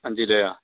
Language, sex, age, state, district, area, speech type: Malayalam, male, 45-60, Kerala, Idukki, rural, conversation